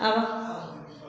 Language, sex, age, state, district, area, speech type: Hindi, female, 60+, Bihar, Samastipur, rural, spontaneous